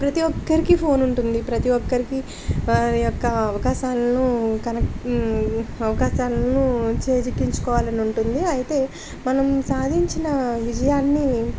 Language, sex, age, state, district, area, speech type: Telugu, female, 30-45, Andhra Pradesh, Anakapalli, rural, spontaneous